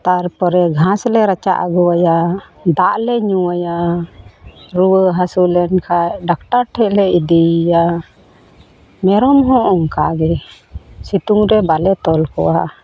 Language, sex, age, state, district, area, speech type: Santali, female, 45-60, West Bengal, Malda, rural, spontaneous